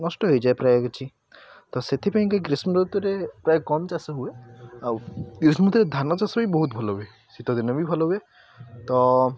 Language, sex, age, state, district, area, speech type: Odia, male, 18-30, Odisha, Puri, urban, spontaneous